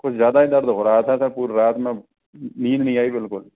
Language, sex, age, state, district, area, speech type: Hindi, male, 30-45, Rajasthan, Karauli, rural, conversation